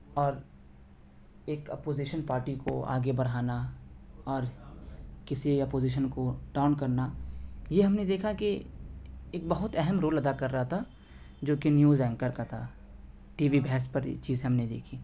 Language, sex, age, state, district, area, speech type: Urdu, male, 18-30, Delhi, North West Delhi, urban, spontaneous